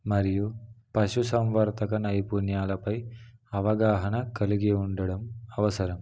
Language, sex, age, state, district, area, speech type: Telugu, male, 18-30, Telangana, Kamareddy, urban, spontaneous